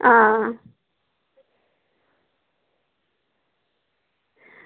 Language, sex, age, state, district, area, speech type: Dogri, female, 30-45, Jammu and Kashmir, Udhampur, rural, conversation